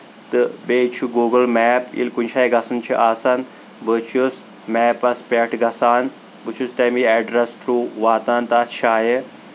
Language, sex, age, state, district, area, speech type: Kashmiri, male, 18-30, Jammu and Kashmir, Kulgam, rural, spontaneous